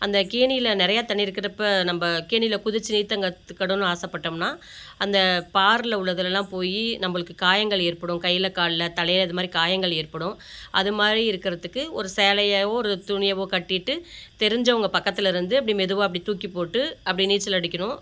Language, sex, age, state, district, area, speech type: Tamil, female, 45-60, Tamil Nadu, Ariyalur, rural, spontaneous